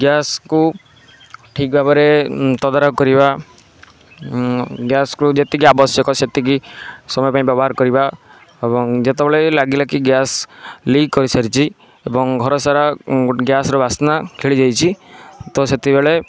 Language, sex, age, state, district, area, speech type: Odia, male, 18-30, Odisha, Kendrapara, urban, spontaneous